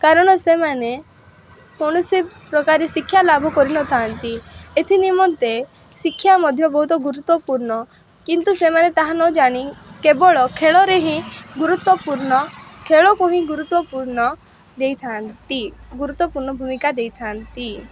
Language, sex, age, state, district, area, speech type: Odia, female, 18-30, Odisha, Rayagada, rural, spontaneous